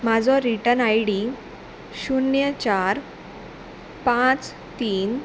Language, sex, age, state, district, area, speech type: Goan Konkani, female, 18-30, Goa, Murmgao, urban, read